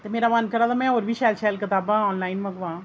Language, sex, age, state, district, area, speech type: Dogri, female, 30-45, Jammu and Kashmir, Reasi, rural, spontaneous